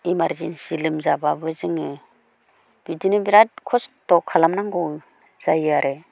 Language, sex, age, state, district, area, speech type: Bodo, female, 45-60, Assam, Baksa, rural, spontaneous